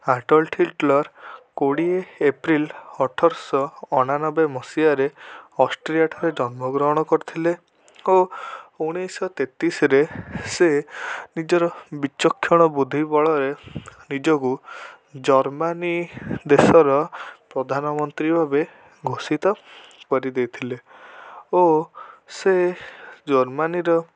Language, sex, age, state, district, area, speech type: Odia, male, 18-30, Odisha, Cuttack, urban, spontaneous